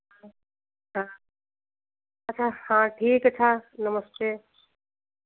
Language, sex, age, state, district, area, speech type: Hindi, female, 60+, Uttar Pradesh, Sitapur, rural, conversation